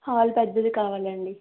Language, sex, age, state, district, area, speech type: Telugu, female, 18-30, Andhra Pradesh, East Godavari, urban, conversation